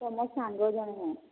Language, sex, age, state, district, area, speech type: Odia, female, 45-60, Odisha, Angul, rural, conversation